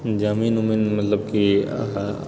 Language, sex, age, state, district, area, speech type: Maithili, male, 30-45, Bihar, Purnia, rural, spontaneous